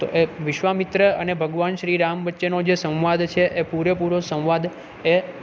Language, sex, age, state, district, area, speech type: Gujarati, male, 30-45, Gujarat, Junagadh, urban, spontaneous